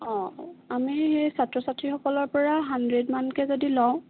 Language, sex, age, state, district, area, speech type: Assamese, female, 18-30, Assam, Jorhat, urban, conversation